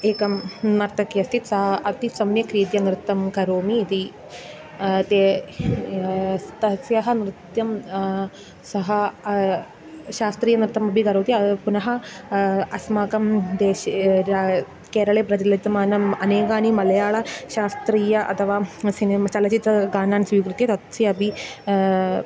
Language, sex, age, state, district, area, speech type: Sanskrit, female, 18-30, Kerala, Kannur, urban, spontaneous